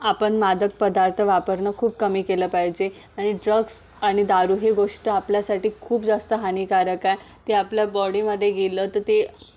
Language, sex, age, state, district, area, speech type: Marathi, female, 18-30, Maharashtra, Amravati, rural, spontaneous